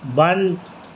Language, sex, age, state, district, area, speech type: Urdu, male, 18-30, Telangana, Hyderabad, urban, read